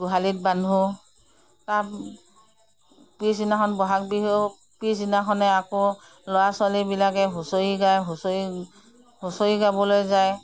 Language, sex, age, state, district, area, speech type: Assamese, female, 60+, Assam, Morigaon, rural, spontaneous